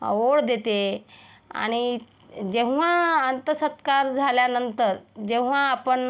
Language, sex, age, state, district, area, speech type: Marathi, female, 45-60, Maharashtra, Yavatmal, rural, spontaneous